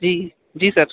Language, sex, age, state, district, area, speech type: Urdu, male, 30-45, Uttar Pradesh, Gautam Buddha Nagar, urban, conversation